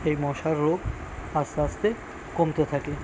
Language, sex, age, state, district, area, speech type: Bengali, male, 45-60, West Bengal, Birbhum, urban, spontaneous